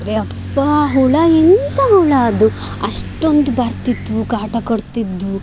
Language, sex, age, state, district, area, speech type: Kannada, female, 18-30, Karnataka, Dakshina Kannada, urban, spontaneous